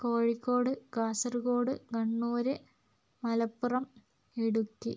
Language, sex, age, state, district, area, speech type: Malayalam, female, 30-45, Kerala, Kozhikode, urban, spontaneous